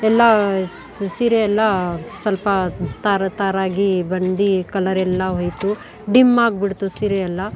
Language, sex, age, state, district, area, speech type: Kannada, female, 45-60, Karnataka, Bangalore Urban, rural, spontaneous